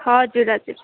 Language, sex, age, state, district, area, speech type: Nepali, female, 18-30, West Bengal, Darjeeling, rural, conversation